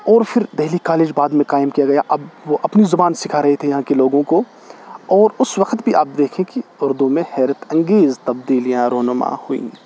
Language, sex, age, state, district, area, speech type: Urdu, male, 18-30, Jammu and Kashmir, Srinagar, rural, spontaneous